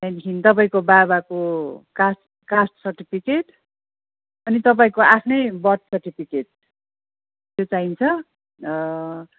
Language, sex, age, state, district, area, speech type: Nepali, female, 45-60, West Bengal, Jalpaiguri, urban, conversation